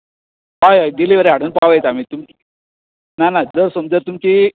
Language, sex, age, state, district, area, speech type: Goan Konkani, male, 60+, Goa, Bardez, rural, conversation